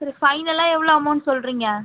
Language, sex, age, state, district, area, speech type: Tamil, female, 45-60, Tamil Nadu, Cuddalore, rural, conversation